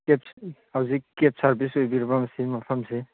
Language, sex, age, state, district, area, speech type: Manipuri, male, 30-45, Manipur, Churachandpur, rural, conversation